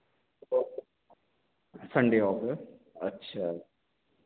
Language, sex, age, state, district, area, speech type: Hindi, male, 30-45, Madhya Pradesh, Hoshangabad, rural, conversation